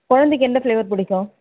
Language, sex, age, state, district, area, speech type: Tamil, female, 45-60, Tamil Nadu, Chengalpattu, rural, conversation